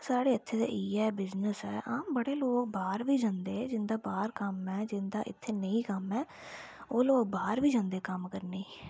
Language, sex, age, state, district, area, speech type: Dogri, female, 30-45, Jammu and Kashmir, Reasi, rural, spontaneous